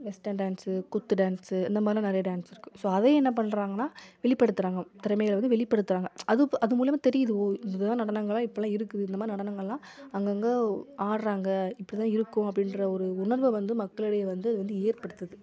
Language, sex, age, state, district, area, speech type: Tamil, female, 18-30, Tamil Nadu, Sivaganga, rural, spontaneous